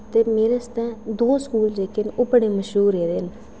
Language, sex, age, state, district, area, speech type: Dogri, female, 18-30, Jammu and Kashmir, Udhampur, rural, spontaneous